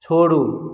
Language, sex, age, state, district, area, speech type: Maithili, male, 30-45, Bihar, Madhubani, rural, read